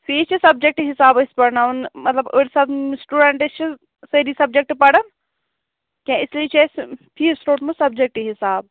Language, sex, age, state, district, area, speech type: Kashmiri, female, 30-45, Jammu and Kashmir, Shopian, rural, conversation